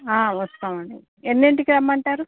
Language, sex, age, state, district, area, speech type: Telugu, female, 30-45, Telangana, Hyderabad, urban, conversation